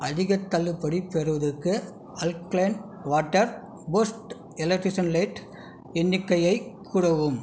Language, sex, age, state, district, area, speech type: Tamil, male, 30-45, Tamil Nadu, Krishnagiri, rural, read